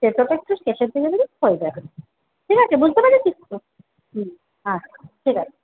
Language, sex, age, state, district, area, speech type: Bengali, female, 30-45, West Bengal, Kolkata, urban, conversation